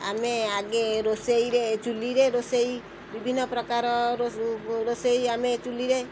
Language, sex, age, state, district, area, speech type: Odia, female, 45-60, Odisha, Kendrapara, urban, spontaneous